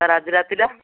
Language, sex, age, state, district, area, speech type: Odia, male, 18-30, Odisha, Cuttack, urban, conversation